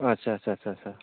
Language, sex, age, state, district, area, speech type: Assamese, male, 45-60, Assam, Sivasagar, rural, conversation